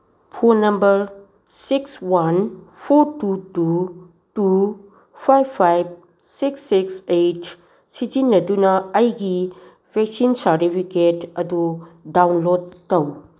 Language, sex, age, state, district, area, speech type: Manipuri, female, 60+, Manipur, Bishnupur, rural, read